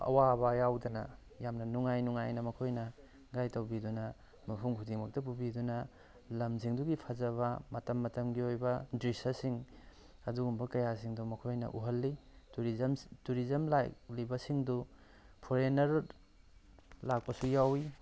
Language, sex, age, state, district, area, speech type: Manipuri, male, 45-60, Manipur, Tengnoupal, rural, spontaneous